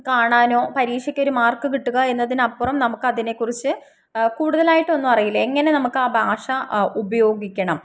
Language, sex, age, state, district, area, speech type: Malayalam, female, 18-30, Kerala, Palakkad, rural, spontaneous